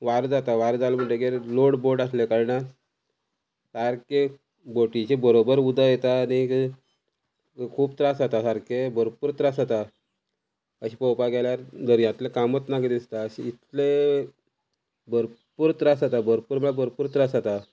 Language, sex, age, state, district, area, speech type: Goan Konkani, male, 45-60, Goa, Quepem, rural, spontaneous